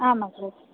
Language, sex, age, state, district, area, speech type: Sanskrit, female, 18-30, Karnataka, Dharwad, urban, conversation